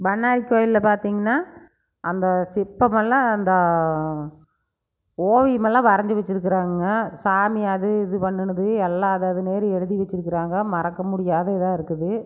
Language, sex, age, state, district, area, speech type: Tamil, female, 45-60, Tamil Nadu, Erode, rural, spontaneous